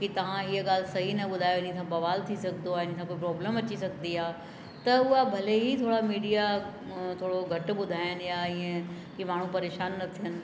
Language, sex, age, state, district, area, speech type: Sindhi, female, 60+, Uttar Pradesh, Lucknow, rural, spontaneous